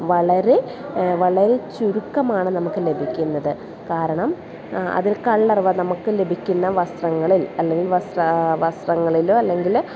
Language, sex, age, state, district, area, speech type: Malayalam, female, 30-45, Kerala, Alappuzha, urban, spontaneous